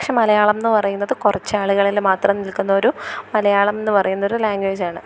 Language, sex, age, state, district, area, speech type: Malayalam, female, 18-30, Kerala, Thiruvananthapuram, rural, spontaneous